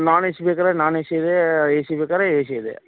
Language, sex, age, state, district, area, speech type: Kannada, male, 30-45, Karnataka, Vijayapura, urban, conversation